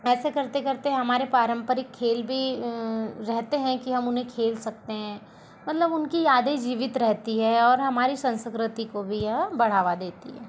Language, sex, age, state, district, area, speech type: Hindi, female, 30-45, Madhya Pradesh, Balaghat, rural, spontaneous